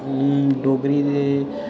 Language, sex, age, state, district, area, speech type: Dogri, male, 18-30, Jammu and Kashmir, Udhampur, rural, spontaneous